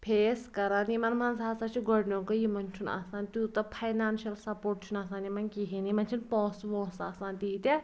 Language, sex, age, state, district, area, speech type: Kashmiri, female, 18-30, Jammu and Kashmir, Pulwama, rural, spontaneous